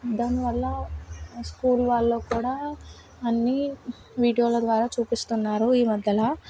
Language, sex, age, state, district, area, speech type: Telugu, female, 18-30, Andhra Pradesh, Kakinada, urban, spontaneous